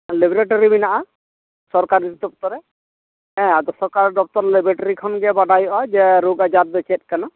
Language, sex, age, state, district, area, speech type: Santali, male, 45-60, West Bengal, Purulia, rural, conversation